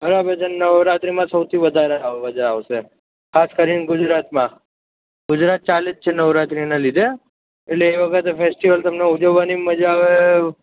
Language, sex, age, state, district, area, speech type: Gujarati, male, 18-30, Gujarat, Ahmedabad, urban, conversation